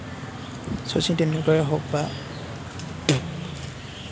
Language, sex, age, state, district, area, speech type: Assamese, male, 18-30, Assam, Kamrup Metropolitan, urban, spontaneous